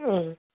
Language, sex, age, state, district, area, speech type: Telugu, female, 18-30, Andhra Pradesh, Anantapur, rural, conversation